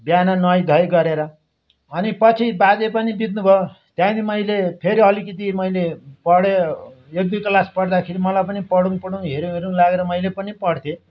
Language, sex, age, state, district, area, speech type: Nepali, male, 60+, West Bengal, Darjeeling, rural, spontaneous